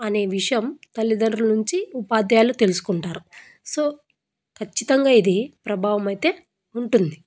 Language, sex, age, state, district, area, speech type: Telugu, female, 18-30, Andhra Pradesh, Anantapur, rural, spontaneous